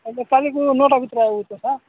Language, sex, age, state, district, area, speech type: Odia, male, 45-60, Odisha, Nabarangpur, rural, conversation